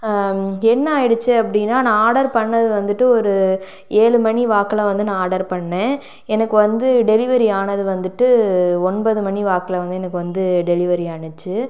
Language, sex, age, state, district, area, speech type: Tamil, female, 30-45, Tamil Nadu, Sivaganga, rural, spontaneous